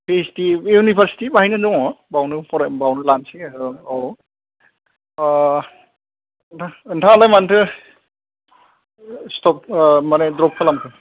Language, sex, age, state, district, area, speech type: Bodo, male, 45-60, Assam, Chirang, urban, conversation